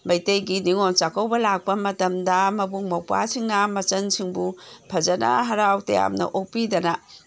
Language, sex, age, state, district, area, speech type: Manipuri, female, 60+, Manipur, Imphal East, rural, spontaneous